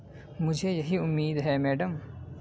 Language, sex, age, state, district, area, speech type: Urdu, male, 18-30, Uttar Pradesh, Saharanpur, urban, read